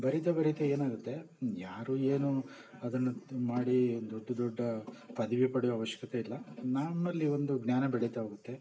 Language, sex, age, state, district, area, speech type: Kannada, male, 60+, Karnataka, Bangalore Urban, rural, spontaneous